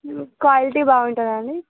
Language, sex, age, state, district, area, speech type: Telugu, female, 18-30, Telangana, Nizamabad, urban, conversation